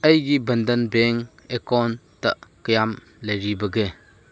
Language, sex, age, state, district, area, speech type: Manipuri, male, 60+, Manipur, Chandel, rural, read